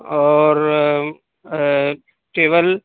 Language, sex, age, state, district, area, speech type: Urdu, male, 45-60, Uttar Pradesh, Gautam Buddha Nagar, rural, conversation